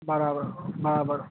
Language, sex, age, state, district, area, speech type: Gujarati, male, 18-30, Gujarat, Kutch, rural, conversation